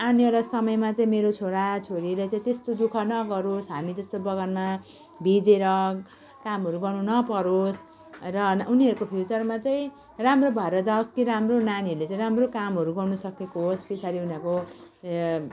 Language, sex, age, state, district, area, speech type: Nepali, female, 45-60, West Bengal, Jalpaiguri, rural, spontaneous